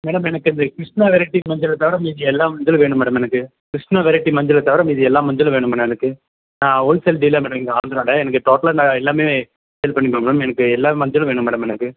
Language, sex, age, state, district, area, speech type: Tamil, male, 30-45, Tamil Nadu, Dharmapuri, rural, conversation